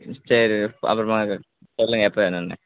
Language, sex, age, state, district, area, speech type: Tamil, male, 18-30, Tamil Nadu, Tiruvannamalai, rural, conversation